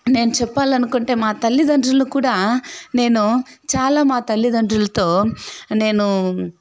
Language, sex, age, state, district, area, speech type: Telugu, female, 45-60, Andhra Pradesh, Sri Balaji, rural, spontaneous